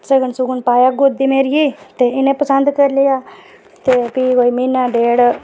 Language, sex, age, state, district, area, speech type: Dogri, female, 30-45, Jammu and Kashmir, Reasi, rural, spontaneous